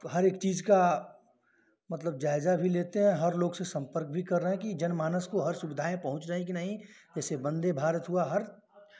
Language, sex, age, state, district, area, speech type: Hindi, male, 30-45, Uttar Pradesh, Chandauli, rural, spontaneous